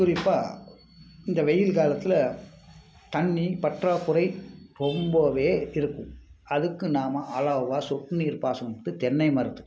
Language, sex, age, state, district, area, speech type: Tamil, male, 45-60, Tamil Nadu, Tiruppur, rural, spontaneous